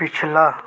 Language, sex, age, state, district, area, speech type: Hindi, male, 30-45, Madhya Pradesh, Seoni, urban, read